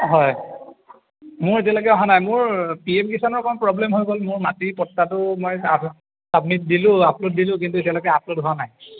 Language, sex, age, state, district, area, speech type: Assamese, male, 18-30, Assam, Majuli, urban, conversation